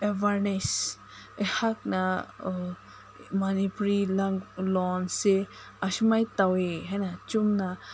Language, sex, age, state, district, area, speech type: Manipuri, female, 30-45, Manipur, Senapati, rural, spontaneous